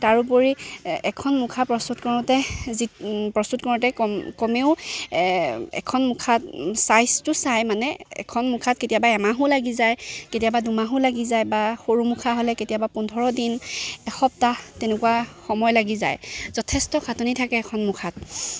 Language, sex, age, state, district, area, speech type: Assamese, female, 18-30, Assam, Lakhimpur, urban, spontaneous